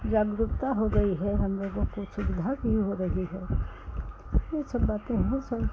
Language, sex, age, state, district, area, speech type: Hindi, female, 60+, Uttar Pradesh, Hardoi, rural, spontaneous